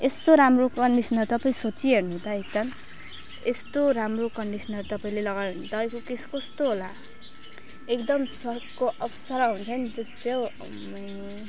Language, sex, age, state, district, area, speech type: Nepali, female, 30-45, West Bengal, Alipurduar, urban, spontaneous